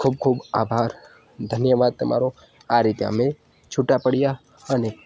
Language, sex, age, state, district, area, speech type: Gujarati, male, 18-30, Gujarat, Narmada, rural, spontaneous